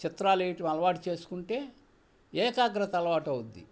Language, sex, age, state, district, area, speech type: Telugu, male, 60+, Andhra Pradesh, Bapatla, urban, spontaneous